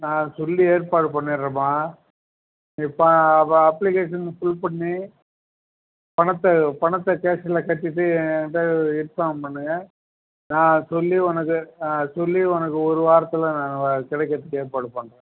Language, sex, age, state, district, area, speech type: Tamil, male, 60+, Tamil Nadu, Cuddalore, rural, conversation